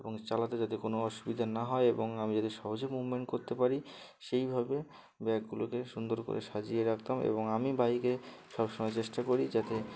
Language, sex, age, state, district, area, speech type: Bengali, male, 18-30, West Bengal, Uttar Dinajpur, urban, spontaneous